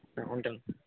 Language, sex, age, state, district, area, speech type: Telugu, male, 18-30, Andhra Pradesh, Eluru, urban, conversation